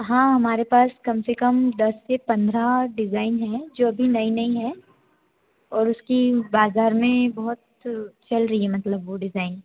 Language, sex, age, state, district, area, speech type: Hindi, female, 18-30, Madhya Pradesh, Betul, rural, conversation